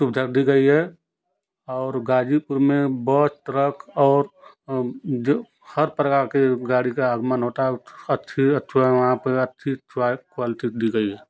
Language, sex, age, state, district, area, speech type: Hindi, male, 45-60, Uttar Pradesh, Ghazipur, rural, spontaneous